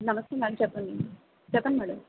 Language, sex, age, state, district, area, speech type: Telugu, female, 18-30, Andhra Pradesh, Kakinada, urban, conversation